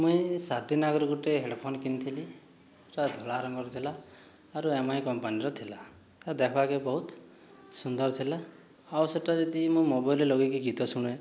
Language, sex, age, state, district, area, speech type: Odia, male, 18-30, Odisha, Boudh, rural, spontaneous